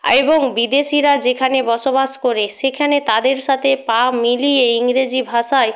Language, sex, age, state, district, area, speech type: Bengali, female, 18-30, West Bengal, Purba Medinipur, rural, spontaneous